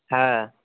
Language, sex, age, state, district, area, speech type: Bengali, male, 45-60, West Bengal, Hooghly, rural, conversation